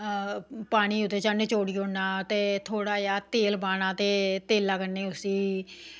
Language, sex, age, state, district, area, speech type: Dogri, female, 45-60, Jammu and Kashmir, Samba, rural, spontaneous